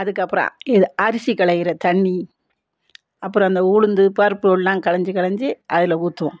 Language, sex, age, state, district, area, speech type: Tamil, female, 60+, Tamil Nadu, Thoothukudi, rural, spontaneous